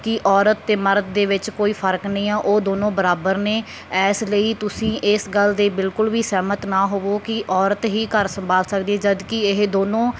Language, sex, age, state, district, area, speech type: Punjabi, female, 30-45, Punjab, Bathinda, rural, spontaneous